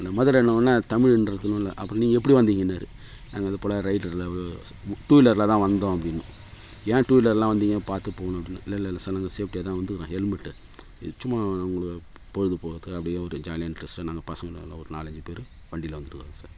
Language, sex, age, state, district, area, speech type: Tamil, male, 45-60, Tamil Nadu, Kallakurichi, rural, spontaneous